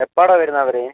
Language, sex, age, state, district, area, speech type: Malayalam, male, 18-30, Kerala, Wayanad, rural, conversation